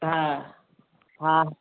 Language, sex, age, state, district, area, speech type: Sindhi, female, 60+, Gujarat, Surat, urban, conversation